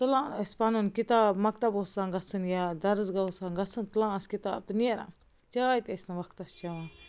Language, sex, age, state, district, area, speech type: Kashmiri, female, 18-30, Jammu and Kashmir, Baramulla, rural, spontaneous